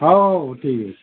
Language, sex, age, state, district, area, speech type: Odia, male, 60+, Odisha, Gajapati, rural, conversation